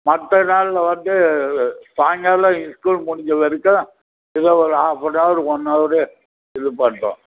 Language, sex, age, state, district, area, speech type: Tamil, male, 60+, Tamil Nadu, Krishnagiri, rural, conversation